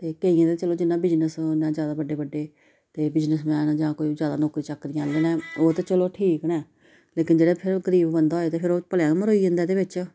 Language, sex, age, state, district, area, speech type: Dogri, female, 30-45, Jammu and Kashmir, Samba, urban, spontaneous